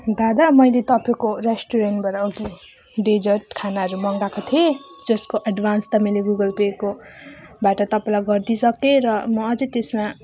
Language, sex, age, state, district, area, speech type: Nepali, female, 18-30, West Bengal, Alipurduar, rural, spontaneous